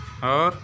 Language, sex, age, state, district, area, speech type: Hindi, male, 30-45, Uttar Pradesh, Mirzapur, rural, spontaneous